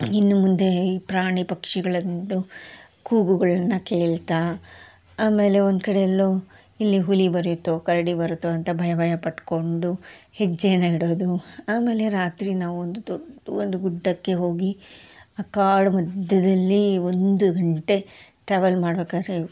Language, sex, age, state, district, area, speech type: Kannada, female, 45-60, Karnataka, Koppal, urban, spontaneous